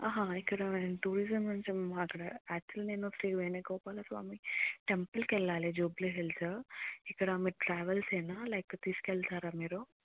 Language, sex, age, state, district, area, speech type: Telugu, female, 18-30, Telangana, Hyderabad, urban, conversation